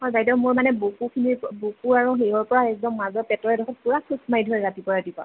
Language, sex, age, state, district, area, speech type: Assamese, female, 30-45, Assam, Majuli, urban, conversation